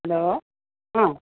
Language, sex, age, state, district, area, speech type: Malayalam, female, 45-60, Kerala, Idukki, rural, conversation